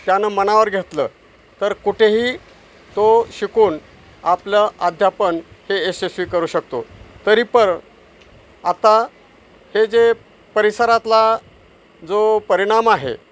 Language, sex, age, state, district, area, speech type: Marathi, male, 60+, Maharashtra, Osmanabad, rural, spontaneous